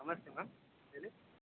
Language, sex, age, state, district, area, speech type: Kannada, male, 30-45, Karnataka, Bangalore Rural, urban, conversation